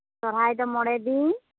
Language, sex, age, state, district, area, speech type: Santali, female, 45-60, West Bengal, Purulia, rural, conversation